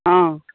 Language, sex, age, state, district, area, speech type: Assamese, female, 60+, Assam, Dibrugarh, rural, conversation